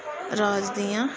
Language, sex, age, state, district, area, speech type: Punjabi, female, 30-45, Punjab, Gurdaspur, urban, spontaneous